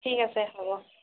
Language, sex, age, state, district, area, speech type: Assamese, female, 30-45, Assam, Tinsukia, urban, conversation